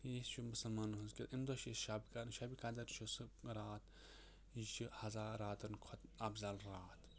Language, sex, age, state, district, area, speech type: Kashmiri, male, 18-30, Jammu and Kashmir, Kupwara, urban, spontaneous